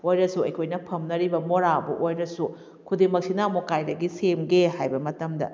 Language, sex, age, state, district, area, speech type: Manipuri, female, 30-45, Manipur, Kakching, rural, spontaneous